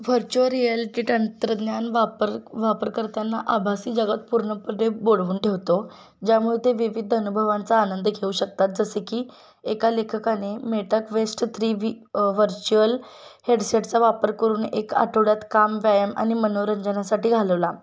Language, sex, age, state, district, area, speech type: Marathi, female, 18-30, Maharashtra, Kolhapur, urban, spontaneous